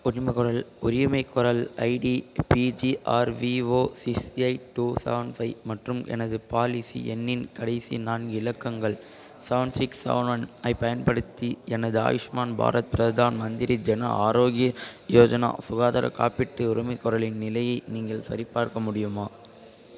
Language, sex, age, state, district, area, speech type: Tamil, male, 18-30, Tamil Nadu, Ranipet, rural, read